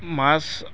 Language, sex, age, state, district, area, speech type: Assamese, male, 30-45, Assam, Barpeta, rural, spontaneous